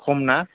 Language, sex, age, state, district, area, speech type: Bodo, male, 30-45, Assam, Chirang, urban, conversation